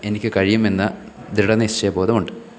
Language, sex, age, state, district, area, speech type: Malayalam, male, 18-30, Kerala, Kannur, rural, spontaneous